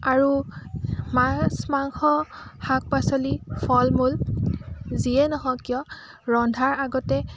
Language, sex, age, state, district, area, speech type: Assamese, female, 30-45, Assam, Dibrugarh, rural, spontaneous